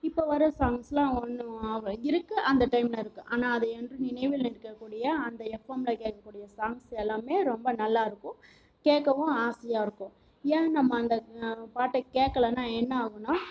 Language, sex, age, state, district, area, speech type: Tamil, female, 30-45, Tamil Nadu, Cuddalore, rural, spontaneous